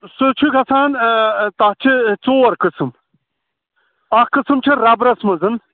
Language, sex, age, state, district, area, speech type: Kashmiri, male, 45-60, Jammu and Kashmir, Srinagar, rural, conversation